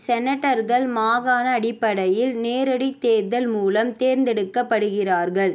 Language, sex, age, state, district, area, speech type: Tamil, female, 18-30, Tamil Nadu, Vellore, urban, read